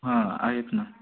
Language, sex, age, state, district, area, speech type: Marathi, male, 18-30, Maharashtra, Beed, rural, conversation